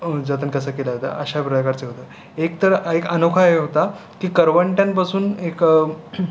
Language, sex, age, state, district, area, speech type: Marathi, male, 18-30, Maharashtra, Raigad, rural, spontaneous